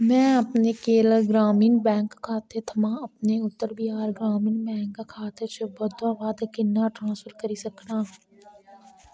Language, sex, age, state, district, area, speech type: Dogri, female, 45-60, Jammu and Kashmir, Reasi, rural, read